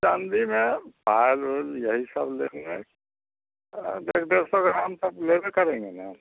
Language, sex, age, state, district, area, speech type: Hindi, male, 60+, Bihar, Samastipur, rural, conversation